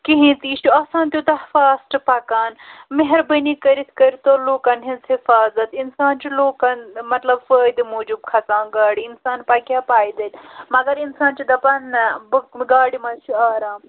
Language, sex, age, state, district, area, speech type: Kashmiri, male, 18-30, Jammu and Kashmir, Budgam, rural, conversation